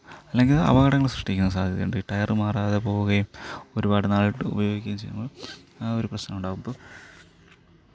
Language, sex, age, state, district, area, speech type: Malayalam, male, 30-45, Kerala, Thiruvananthapuram, rural, spontaneous